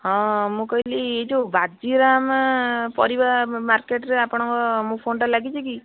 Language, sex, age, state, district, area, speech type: Odia, female, 30-45, Odisha, Bhadrak, rural, conversation